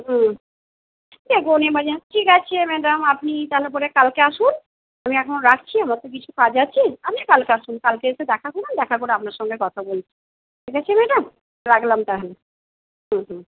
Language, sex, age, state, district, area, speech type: Bengali, female, 45-60, West Bengal, Purba Bardhaman, urban, conversation